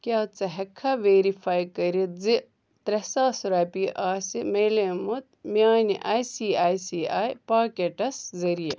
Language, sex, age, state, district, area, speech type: Kashmiri, female, 30-45, Jammu and Kashmir, Ganderbal, rural, read